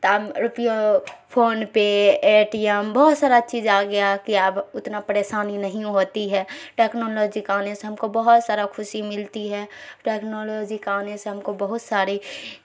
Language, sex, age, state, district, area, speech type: Urdu, female, 45-60, Bihar, Khagaria, rural, spontaneous